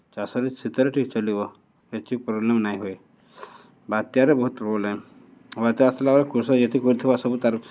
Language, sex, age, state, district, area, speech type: Odia, male, 45-60, Odisha, Balangir, urban, spontaneous